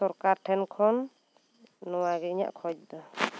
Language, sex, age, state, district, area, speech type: Santali, female, 30-45, West Bengal, Bankura, rural, spontaneous